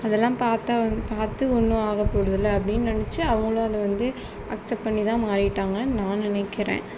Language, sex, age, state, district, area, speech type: Tamil, female, 30-45, Tamil Nadu, Tiruvarur, rural, spontaneous